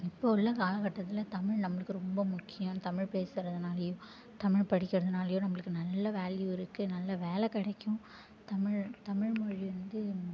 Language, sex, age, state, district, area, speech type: Tamil, female, 18-30, Tamil Nadu, Mayiladuthurai, urban, spontaneous